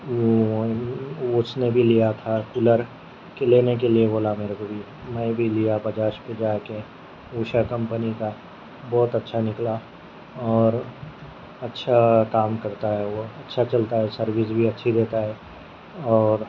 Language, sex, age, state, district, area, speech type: Urdu, male, 18-30, Telangana, Hyderabad, urban, spontaneous